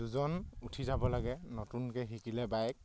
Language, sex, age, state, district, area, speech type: Assamese, male, 18-30, Assam, Sivasagar, rural, spontaneous